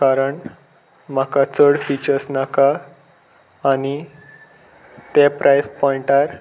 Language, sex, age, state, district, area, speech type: Goan Konkani, male, 18-30, Goa, Salcete, urban, spontaneous